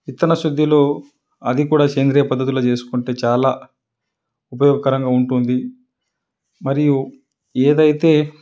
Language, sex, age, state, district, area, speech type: Telugu, male, 30-45, Telangana, Karimnagar, rural, spontaneous